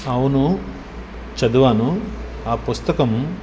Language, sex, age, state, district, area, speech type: Telugu, male, 45-60, Andhra Pradesh, Nellore, urban, spontaneous